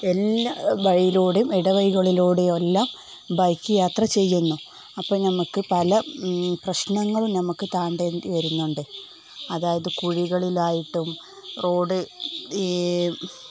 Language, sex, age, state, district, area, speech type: Malayalam, female, 45-60, Kerala, Palakkad, rural, spontaneous